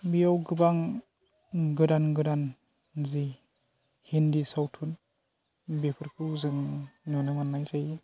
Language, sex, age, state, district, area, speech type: Bodo, male, 18-30, Assam, Baksa, rural, spontaneous